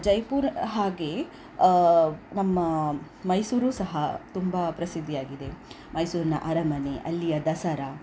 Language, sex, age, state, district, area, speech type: Kannada, female, 30-45, Karnataka, Udupi, rural, spontaneous